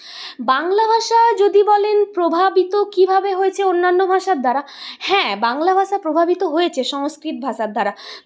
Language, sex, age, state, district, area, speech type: Bengali, female, 30-45, West Bengal, Purulia, urban, spontaneous